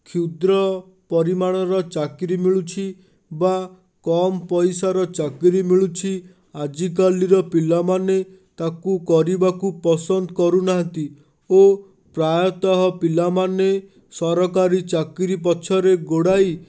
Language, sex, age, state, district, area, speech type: Odia, male, 30-45, Odisha, Bhadrak, rural, spontaneous